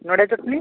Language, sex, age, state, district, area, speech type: Odia, male, 30-45, Odisha, Bhadrak, rural, conversation